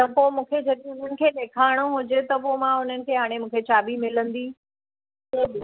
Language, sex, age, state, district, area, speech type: Sindhi, female, 45-60, Maharashtra, Mumbai Suburban, urban, conversation